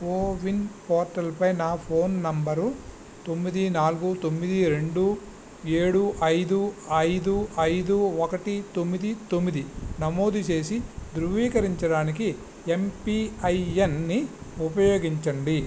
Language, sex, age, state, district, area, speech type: Telugu, male, 45-60, Andhra Pradesh, Visakhapatnam, urban, read